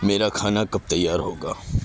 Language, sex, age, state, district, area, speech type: Urdu, male, 30-45, Uttar Pradesh, Lucknow, urban, read